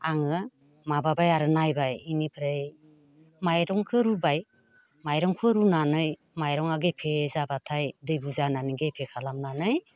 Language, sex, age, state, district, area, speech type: Bodo, female, 60+, Assam, Baksa, rural, spontaneous